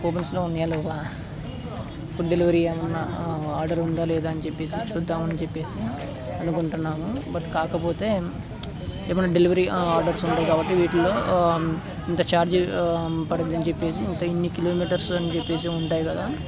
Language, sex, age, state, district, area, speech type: Telugu, male, 18-30, Telangana, Khammam, urban, spontaneous